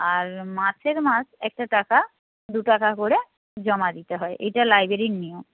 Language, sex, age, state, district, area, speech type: Bengali, female, 30-45, West Bengal, Purba Medinipur, rural, conversation